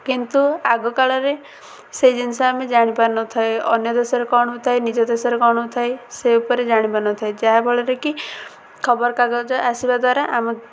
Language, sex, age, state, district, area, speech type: Odia, female, 18-30, Odisha, Ganjam, urban, spontaneous